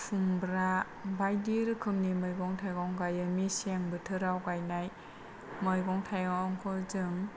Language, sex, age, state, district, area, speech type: Bodo, female, 18-30, Assam, Kokrajhar, rural, spontaneous